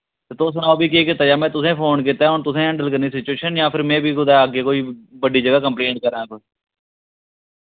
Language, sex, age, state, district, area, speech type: Dogri, male, 30-45, Jammu and Kashmir, Reasi, rural, conversation